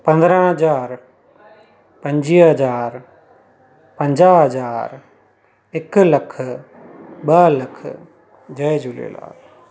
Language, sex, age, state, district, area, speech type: Sindhi, male, 30-45, Gujarat, Surat, urban, spontaneous